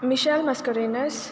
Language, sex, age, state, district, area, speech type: Goan Konkani, female, 18-30, Goa, Quepem, rural, spontaneous